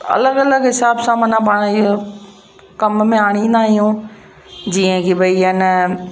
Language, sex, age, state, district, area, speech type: Sindhi, female, 45-60, Gujarat, Kutch, rural, spontaneous